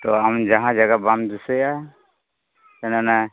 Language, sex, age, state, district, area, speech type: Santali, male, 18-30, Jharkhand, Pakur, rural, conversation